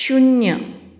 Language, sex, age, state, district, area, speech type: Goan Konkani, female, 45-60, Goa, Canacona, rural, read